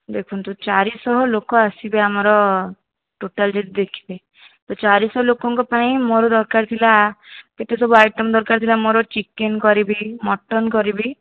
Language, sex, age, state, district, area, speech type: Odia, female, 30-45, Odisha, Jajpur, rural, conversation